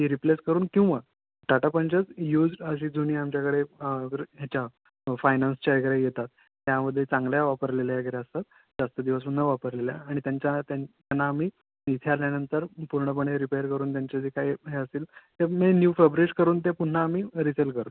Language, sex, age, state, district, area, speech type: Marathi, male, 18-30, Maharashtra, Raigad, rural, conversation